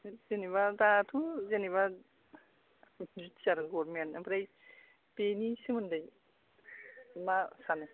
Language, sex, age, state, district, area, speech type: Bodo, female, 60+, Assam, Kokrajhar, urban, conversation